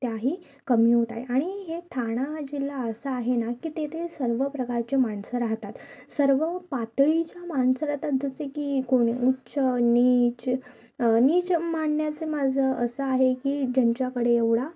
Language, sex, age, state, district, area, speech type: Marathi, female, 18-30, Maharashtra, Thane, urban, spontaneous